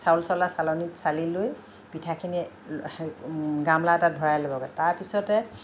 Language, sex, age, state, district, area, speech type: Assamese, female, 60+, Assam, Lakhimpur, rural, spontaneous